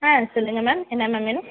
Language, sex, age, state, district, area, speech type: Tamil, female, 18-30, Tamil Nadu, Thanjavur, urban, conversation